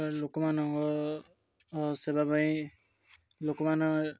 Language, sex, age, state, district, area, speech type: Odia, male, 18-30, Odisha, Ganjam, urban, spontaneous